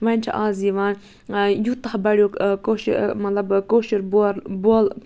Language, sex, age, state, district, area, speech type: Kashmiri, female, 30-45, Jammu and Kashmir, Budgam, rural, spontaneous